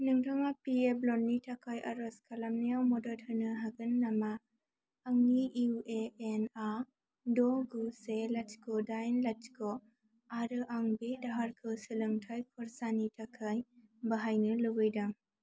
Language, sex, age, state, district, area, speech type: Bodo, female, 18-30, Assam, Kokrajhar, rural, read